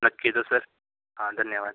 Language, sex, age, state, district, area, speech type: Marathi, male, 30-45, Maharashtra, Yavatmal, urban, conversation